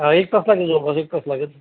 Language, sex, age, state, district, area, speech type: Marathi, male, 60+, Maharashtra, Nanded, rural, conversation